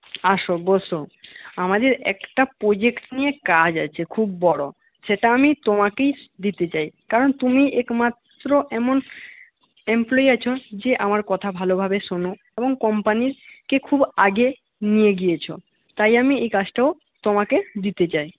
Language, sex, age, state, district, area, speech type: Bengali, male, 18-30, West Bengal, Jhargram, rural, conversation